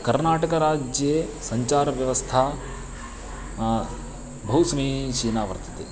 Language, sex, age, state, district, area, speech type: Sanskrit, male, 18-30, Karnataka, Uttara Kannada, rural, spontaneous